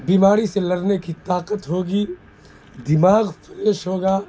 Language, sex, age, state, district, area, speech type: Urdu, male, 18-30, Bihar, Madhubani, rural, spontaneous